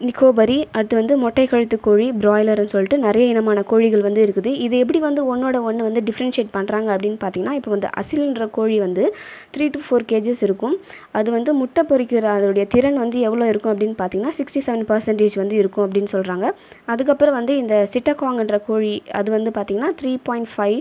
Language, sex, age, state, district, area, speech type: Tamil, female, 30-45, Tamil Nadu, Viluppuram, rural, spontaneous